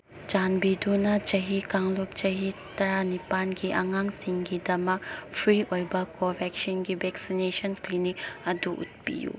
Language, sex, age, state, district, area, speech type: Manipuri, female, 30-45, Manipur, Chandel, rural, read